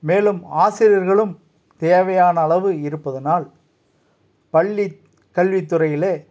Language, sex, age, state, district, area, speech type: Tamil, male, 45-60, Tamil Nadu, Tiruppur, rural, spontaneous